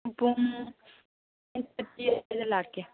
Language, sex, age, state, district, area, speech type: Manipuri, female, 18-30, Manipur, Chandel, rural, conversation